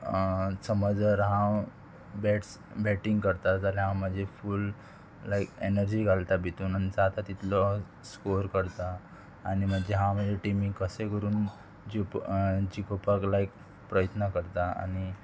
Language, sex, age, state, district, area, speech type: Goan Konkani, male, 18-30, Goa, Murmgao, urban, spontaneous